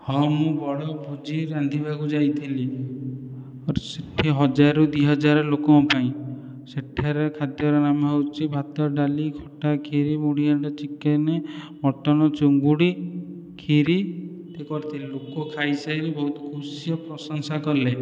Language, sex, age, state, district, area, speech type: Odia, male, 18-30, Odisha, Khordha, rural, spontaneous